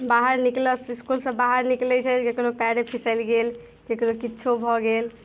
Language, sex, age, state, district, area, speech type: Maithili, female, 18-30, Bihar, Muzaffarpur, rural, spontaneous